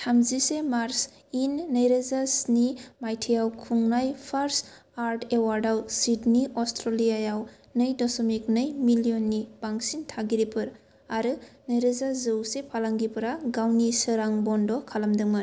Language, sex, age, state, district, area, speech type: Bodo, female, 18-30, Assam, Kokrajhar, urban, read